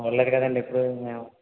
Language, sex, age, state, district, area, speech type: Telugu, male, 18-30, Andhra Pradesh, East Godavari, rural, conversation